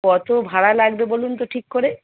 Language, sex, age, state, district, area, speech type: Bengali, female, 30-45, West Bengal, Darjeeling, rural, conversation